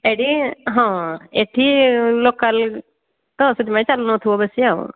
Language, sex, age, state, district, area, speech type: Odia, female, 45-60, Odisha, Angul, rural, conversation